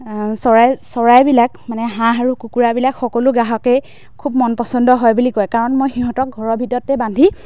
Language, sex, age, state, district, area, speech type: Assamese, female, 30-45, Assam, Majuli, urban, spontaneous